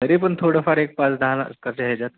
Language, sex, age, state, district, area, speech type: Marathi, male, 18-30, Maharashtra, Osmanabad, rural, conversation